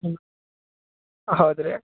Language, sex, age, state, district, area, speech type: Kannada, male, 18-30, Karnataka, Yadgir, urban, conversation